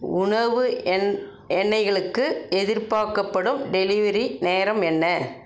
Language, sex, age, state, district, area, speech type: Tamil, female, 60+, Tamil Nadu, Dharmapuri, rural, read